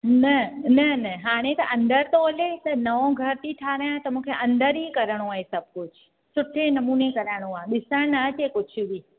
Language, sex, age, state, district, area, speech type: Sindhi, female, 30-45, Gujarat, Surat, urban, conversation